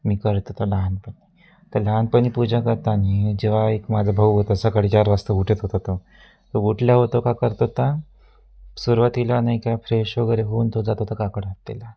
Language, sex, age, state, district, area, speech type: Marathi, male, 18-30, Maharashtra, Wardha, rural, spontaneous